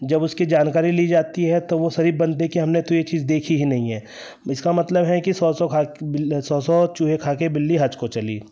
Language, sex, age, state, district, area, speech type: Hindi, male, 30-45, Madhya Pradesh, Betul, urban, spontaneous